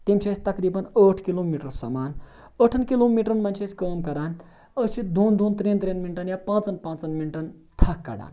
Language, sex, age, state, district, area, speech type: Kashmiri, male, 30-45, Jammu and Kashmir, Ganderbal, rural, spontaneous